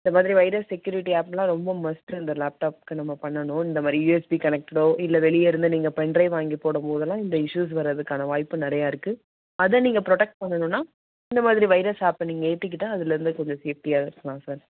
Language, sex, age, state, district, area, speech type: Tamil, female, 45-60, Tamil Nadu, Madurai, urban, conversation